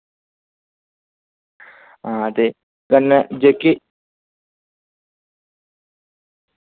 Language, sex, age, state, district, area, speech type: Dogri, male, 45-60, Jammu and Kashmir, Udhampur, rural, conversation